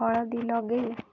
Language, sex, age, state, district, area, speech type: Odia, female, 18-30, Odisha, Ganjam, urban, spontaneous